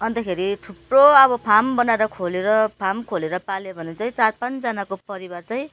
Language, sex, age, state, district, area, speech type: Nepali, female, 30-45, West Bengal, Jalpaiguri, urban, spontaneous